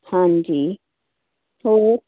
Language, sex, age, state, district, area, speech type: Punjabi, female, 30-45, Punjab, Moga, rural, conversation